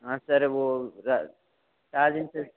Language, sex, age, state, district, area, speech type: Hindi, male, 18-30, Rajasthan, Jodhpur, urban, conversation